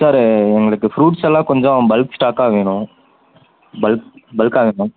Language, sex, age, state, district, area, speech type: Tamil, male, 18-30, Tamil Nadu, Tiruppur, rural, conversation